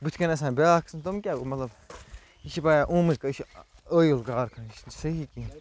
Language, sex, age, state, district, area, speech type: Kashmiri, male, 30-45, Jammu and Kashmir, Bandipora, rural, spontaneous